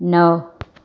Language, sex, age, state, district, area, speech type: Sindhi, female, 45-60, Gujarat, Surat, urban, read